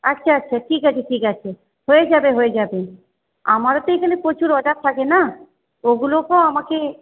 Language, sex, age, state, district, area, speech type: Bengali, female, 30-45, West Bengal, Paschim Bardhaman, urban, conversation